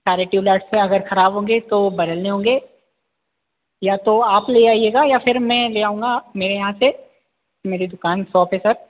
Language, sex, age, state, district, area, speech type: Hindi, male, 30-45, Madhya Pradesh, Hoshangabad, rural, conversation